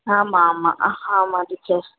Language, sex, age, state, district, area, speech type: Tamil, female, 18-30, Tamil Nadu, Chennai, urban, conversation